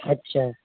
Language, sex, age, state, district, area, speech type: Maithili, male, 45-60, Bihar, Madhubani, rural, conversation